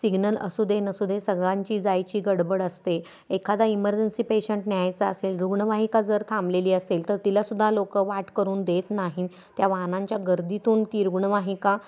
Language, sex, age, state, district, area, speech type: Marathi, female, 45-60, Maharashtra, Kolhapur, urban, spontaneous